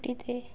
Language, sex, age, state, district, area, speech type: Bengali, female, 18-30, West Bengal, Birbhum, urban, spontaneous